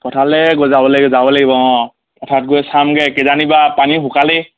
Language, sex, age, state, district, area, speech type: Assamese, male, 18-30, Assam, Dhemaji, rural, conversation